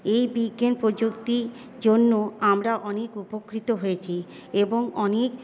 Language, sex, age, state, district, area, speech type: Bengali, female, 30-45, West Bengal, Paschim Bardhaman, urban, spontaneous